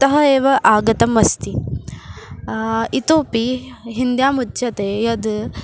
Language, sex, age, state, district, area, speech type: Sanskrit, female, 18-30, Maharashtra, Ahmednagar, urban, spontaneous